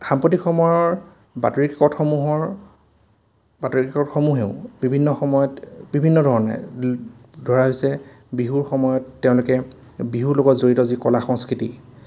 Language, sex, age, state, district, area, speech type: Assamese, male, 30-45, Assam, Majuli, urban, spontaneous